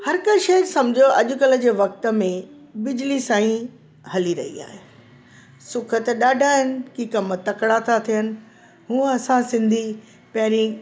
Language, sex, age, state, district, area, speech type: Sindhi, female, 60+, Delhi, South Delhi, urban, spontaneous